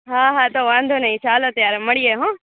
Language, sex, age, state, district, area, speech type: Gujarati, female, 18-30, Gujarat, Anand, rural, conversation